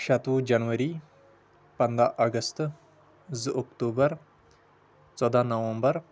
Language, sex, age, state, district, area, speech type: Kashmiri, male, 18-30, Jammu and Kashmir, Shopian, urban, spontaneous